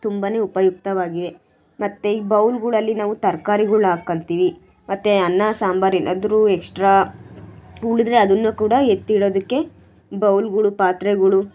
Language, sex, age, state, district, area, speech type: Kannada, female, 18-30, Karnataka, Chitradurga, urban, spontaneous